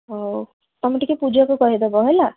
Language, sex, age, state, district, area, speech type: Odia, female, 18-30, Odisha, Cuttack, urban, conversation